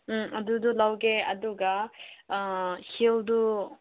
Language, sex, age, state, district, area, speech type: Manipuri, female, 30-45, Manipur, Senapati, urban, conversation